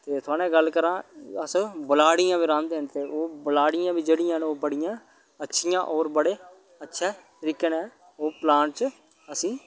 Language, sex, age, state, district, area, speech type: Dogri, male, 30-45, Jammu and Kashmir, Udhampur, rural, spontaneous